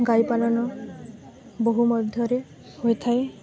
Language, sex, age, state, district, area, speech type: Odia, female, 18-30, Odisha, Balangir, urban, spontaneous